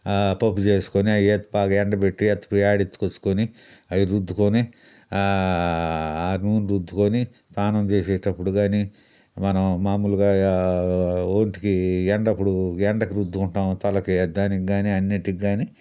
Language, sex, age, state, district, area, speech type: Telugu, male, 60+, Andhra Pradesh, Sri Balaji, urban, spontaneous